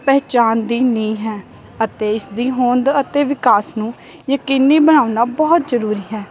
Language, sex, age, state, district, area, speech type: Punjabi, female, 18-30, Punjab, Barnala, rural, spontaneous